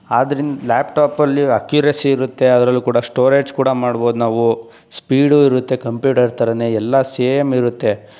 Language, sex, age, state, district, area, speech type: Kannada, male, 18-30, Karnataka, Tumkur, rural, spontaneous